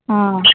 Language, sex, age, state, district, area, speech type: Tamil, male, 18-30, Tamil Nadu, Virudhunagar, rural, conversation